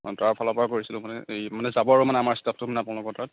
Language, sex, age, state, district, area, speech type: Assamese, male, 30-45, Assam, Darrang, rural, conversation